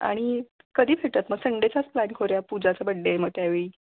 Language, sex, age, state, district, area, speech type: Marathi, female, 30-45, Maharashtra, Kolhapur, rural, conversation